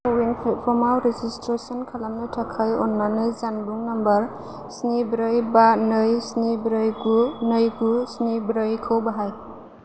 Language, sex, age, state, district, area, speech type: Bodo, female, 30-45, Assam, Chirang, urban, read